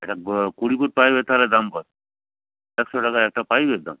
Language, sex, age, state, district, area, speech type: Bengali, male, 45-60, West Bengal, Hooghly, rural, conversation